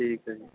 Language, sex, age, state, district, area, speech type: Punjabi, male, 30-45, Punjab, Kapurthala, rural, conversation